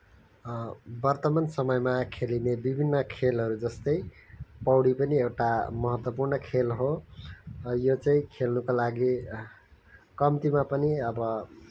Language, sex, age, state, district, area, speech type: Nepali, male, 18-30, West Bengal, Kalimpong, rural, spontaneous